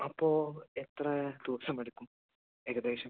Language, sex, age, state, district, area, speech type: Malayalam, male, 18-30, Kerala, Idukki, rural, conversation